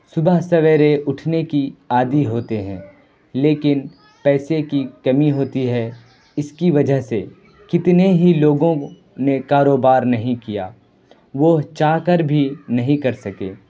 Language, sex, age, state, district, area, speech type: Urdu, male, 18-30, Bihar, Purnia, rural, spontaneous